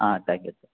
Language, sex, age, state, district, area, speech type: Tamil, male, 18-30, Tamil Nadu, Thanjavur, rural, conversation